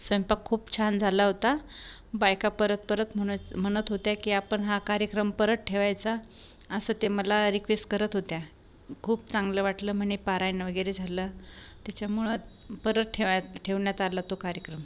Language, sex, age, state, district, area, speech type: Marathi, female, 45-60, Maharashtra, Buldhana, rural, spontaneous